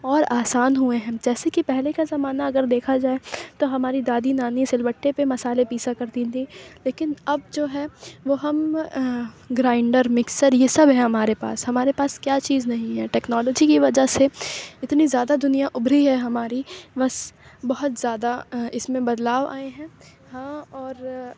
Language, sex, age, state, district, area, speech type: Urdu, female, 18-30, Uttar Pradesh, Aligarh, urban, spontaneous